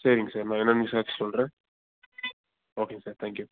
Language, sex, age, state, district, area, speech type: Tamil, male, 18-30, Tamil Nadu, Nilgiris, urban, conversation